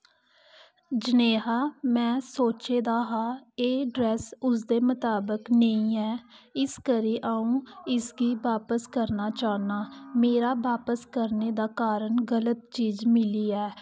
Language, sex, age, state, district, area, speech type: Dogri, female, 18-30, Jammu and Kashmir, Kathua, rural, read